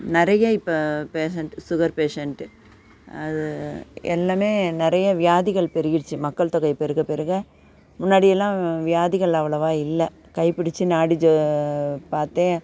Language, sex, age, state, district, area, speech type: Tamil, female, 45-60, Tamil Nadu, Nagapattinam, urban, spontaneous